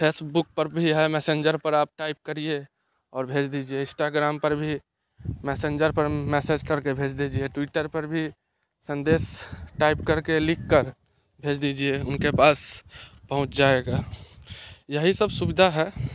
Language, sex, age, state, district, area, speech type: Hindi, male, 18-30, Bihar, Muzaffarpur, urban, spontaneous